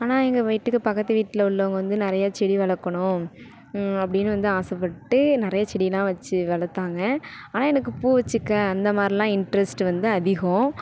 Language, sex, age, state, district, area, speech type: Tamil, female, 18-30, Tamil Nadu, Thanjavur, rural, spontaneous